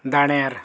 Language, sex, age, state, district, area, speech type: Goan Konkani, male, 45-60, Goa, Murmgao, rural, spontaneous